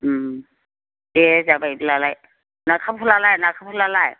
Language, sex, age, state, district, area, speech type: Bodo, female, 60+, Assam, Chirang, rural, conversation